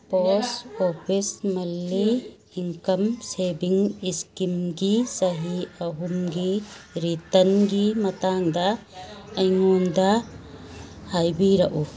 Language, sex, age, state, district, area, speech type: Manipuri, female, 60+, Manipur, Churachandpur, urban, read